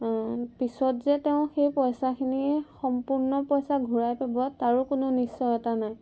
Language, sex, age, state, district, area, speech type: Assamese, female, 18-30, Assam, Jorhat, urban, spontaneous